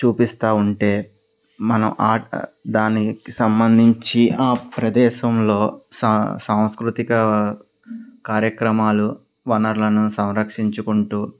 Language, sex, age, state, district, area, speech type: Telugu, male, 30-45, Andhra Pradesh, Anakapalli, rural, spontaneous